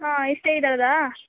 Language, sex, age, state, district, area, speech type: Kannada, female, 18-30, Karnataka, Gadag, rural, conversation